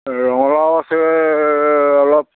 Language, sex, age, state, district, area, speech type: Assamese, male, 60+, Assam, Majuli, urban, conversation